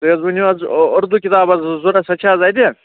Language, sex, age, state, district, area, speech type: Kashmiri, male, 18-30, Jammu and Kashmir, Budgam, rural, conversation